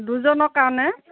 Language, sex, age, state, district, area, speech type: Assamese, female, 45-60, Assam, Dhemaji, rural, conversation